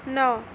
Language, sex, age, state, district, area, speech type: Odia, female, 18-30, Odisha, Ganjam, urban, read